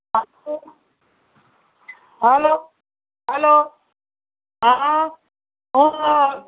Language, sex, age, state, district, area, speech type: Gujarati, female, 60+, Gujarat, Kheda, rural, conversation